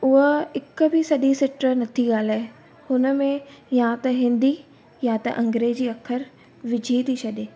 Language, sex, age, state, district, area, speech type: Sindhi, female, 18-30, Gujarat, Surat, urban, spontaneous